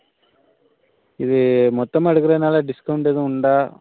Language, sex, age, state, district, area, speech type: Tamil, male, 30-45, Tamil Nadu, Thoothukudi, rural, conversation